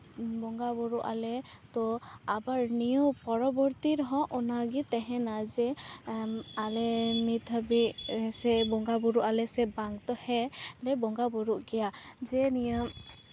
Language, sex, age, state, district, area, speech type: Santali, female, 18-30, West Bengal, Purba Bardhaman, rural, spontaneous